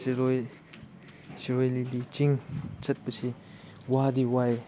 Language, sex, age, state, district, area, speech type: Manipuri, male, 18-30, Manipur, Chandel, rural, spontaneous